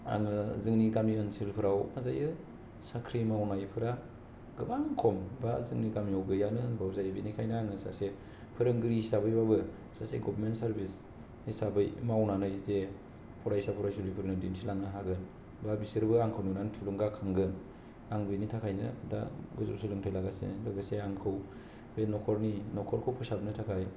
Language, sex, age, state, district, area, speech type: Bodo, male, 18-30, Assam, Kokrajhar, rural, spontaneous